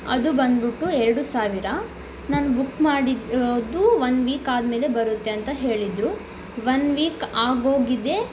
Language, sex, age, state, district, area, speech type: Kannada, female, 18-30, Karnataka, Tumkur, rural, spontaneous